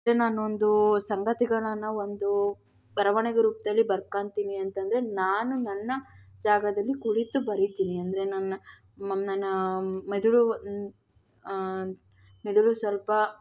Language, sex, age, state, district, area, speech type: Kannada, female, 18-30, Karnataka, Tumkur, rural, spontaneous